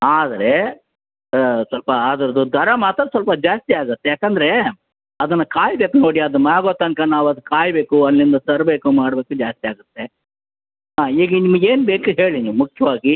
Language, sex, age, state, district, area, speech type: Kannada, male, 60+, Karnataka, Bellary, rural, conversation